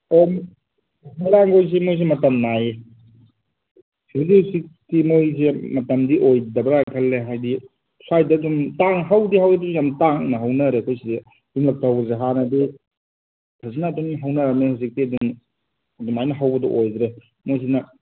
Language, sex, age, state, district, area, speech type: Manipuri, male, 30-45, Manipur, Kangpokpi, urban, conversation